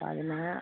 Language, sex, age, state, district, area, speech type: Malayalam, female, 60+, Kerala, Malappuram, rural, conversation